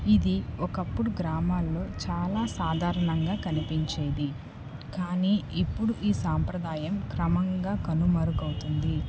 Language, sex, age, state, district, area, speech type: Telugu, female, 18-30, Andhra Pradesh, Nellore, rural, spontaneous